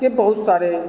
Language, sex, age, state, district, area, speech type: Hindi, male, 60+, Bihar, Begusarai, rural, spontaneous